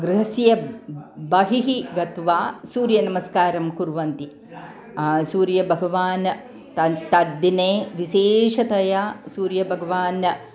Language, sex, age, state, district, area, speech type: Sanskrit, female, 60+, Tamil Nadu, Chennai, urban, spontaneous